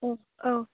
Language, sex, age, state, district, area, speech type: Bodo, female, 18-30, Assam, Udalguri, urban, conversation